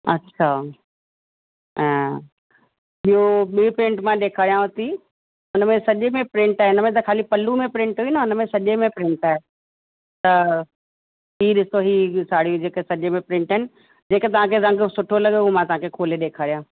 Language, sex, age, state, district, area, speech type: Sindhi, female, 45-60, Uttar Pradesh, Lucknow, rural, conversation